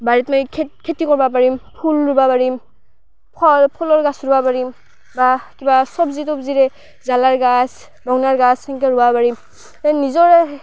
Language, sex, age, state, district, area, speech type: Assamese, female, 18-30, Assam, Barpeta, rural, spontaneous